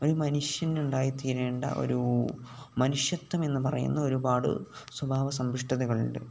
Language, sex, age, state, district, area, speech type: Malayalam, male, 18-30, Kerala, Kozhikode, rural, spontaneous